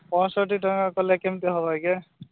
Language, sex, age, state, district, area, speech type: Odia, male, 30-45, Odisha, Malkangiri, urban, conversation